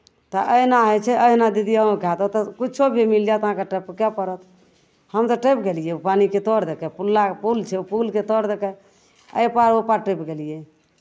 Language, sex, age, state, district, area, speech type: Maithili, female, 45-60, Bihar, Madhepura, rural, spontaneous